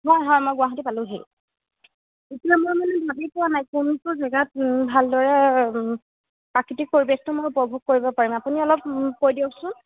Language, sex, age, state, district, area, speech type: Assamese, female, 18-30, Assam, Golaghat, rural, conversation